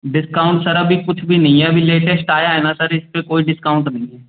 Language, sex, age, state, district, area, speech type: Hindi, male, 18-30, Madhya Pradesh, Gwalior, rural, conversation